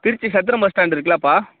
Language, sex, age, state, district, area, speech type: Tamil, male, 30-45, Tamil Nadu, Tiruchirappalli, rural, conversation